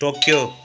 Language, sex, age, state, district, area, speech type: Nepali, male, 45-60, West Bengal, Kalimpong, rural, spontaneous